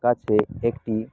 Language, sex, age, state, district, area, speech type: Bengali, male, 18-30, West Bengal, South 24 Parganas, rural, spontaneous